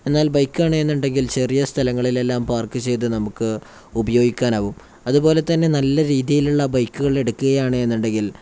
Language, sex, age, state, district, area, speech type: Malayalam, male, 18-30, Kerala, Kozhikode, rural, spontaneous